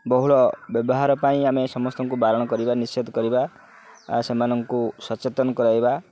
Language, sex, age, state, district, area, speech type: Odia, male, 30-45, Odisha, Kendrapara, urban, spontaneous